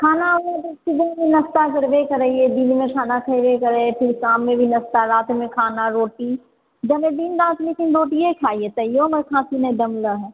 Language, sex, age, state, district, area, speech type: Maithili, female, 18-30, Bihar, Purnia, rural, conversation